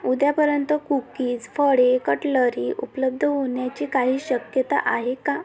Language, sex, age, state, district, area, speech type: Marathi, female, 18-30, Maharashtra, Amravati, rural, read